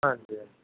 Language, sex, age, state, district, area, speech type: Punjabi, male, 30-45, Punjab, Mohali, rural, conversation